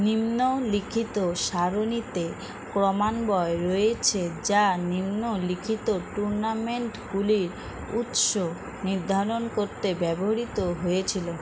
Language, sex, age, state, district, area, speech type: Bengali, female, 18-30, West Bengal, Alipurduar, rural, read